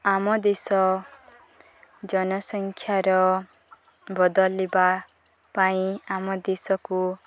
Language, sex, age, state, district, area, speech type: Odia, female, 18-30, Odisha, Nuapada, urban, spontaneous